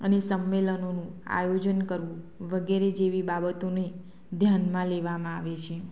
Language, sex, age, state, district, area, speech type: Gujarati, female, 30-45, Gujarat, Anand, rural, spontaneous